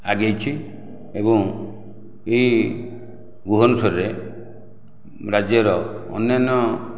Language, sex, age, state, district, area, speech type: Odia, male, 60+, Odisha, Khordha, rural, spontaneous